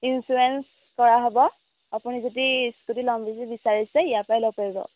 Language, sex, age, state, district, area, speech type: Assamese, female, 18-30, Assam, Jorhat, urban, conversation